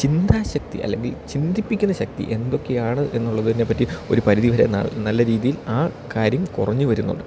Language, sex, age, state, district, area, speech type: Malayalam, male, 30-45, Kerala, Idukki, rural, spontaneous